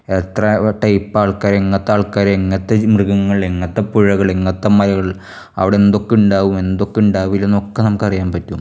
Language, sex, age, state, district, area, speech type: Malayalam, male, 18-30, Kerala, Thrissur, rural, spontaneous